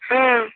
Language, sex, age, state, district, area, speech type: Odia, female, 18-30, Odisha, Bhadrak, rural, conversation